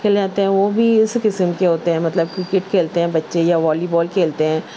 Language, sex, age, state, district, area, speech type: Urdu, female, 60+, Maharashtra, Nashik, urban, spontaneous